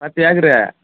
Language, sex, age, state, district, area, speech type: Tamil, male, 30-45, Tamil Nadu, Chengalpattu, rural, conversation